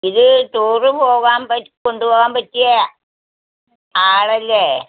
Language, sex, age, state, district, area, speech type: Malayalam, female, 60+, Kerala, Malappuram, rural, conversation